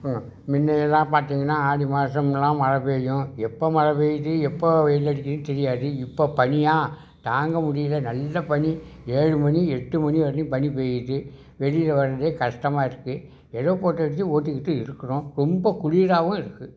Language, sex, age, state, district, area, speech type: Tamil, male, 60+, Tamil Nadu, Tiruvarur, rural, spontaneous